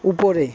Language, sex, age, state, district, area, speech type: Bengali, male, 60+, West Bengal, Purba Bardhaman, rural, read